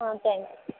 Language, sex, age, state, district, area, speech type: Kannada, female, 18-30, Karnataka, Bellary, urban, conversation